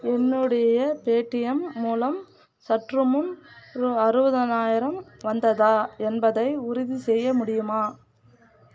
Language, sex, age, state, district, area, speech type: Tamil, female, 45-60, Tamil Nadu, Kallakurichi, urban, read